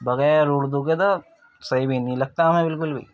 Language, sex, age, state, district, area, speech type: Urdu, male, 30-45, Uttar Pradesh, Ghaziabad, urban, spontaneous